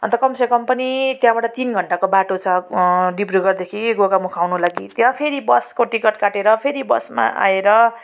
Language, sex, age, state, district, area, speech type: Nepali, female, 30-45, West Bengal, Jalpaiguri, rural, spontaneous